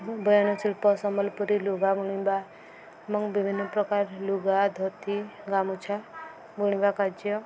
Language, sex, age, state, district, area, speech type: Odia, female, 18-30, Odisha, Subarnapur, urban, spontaneous